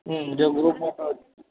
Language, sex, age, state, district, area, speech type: Gujarati, male, 18-30, Gujarat, Ahmedabad, urban, conversation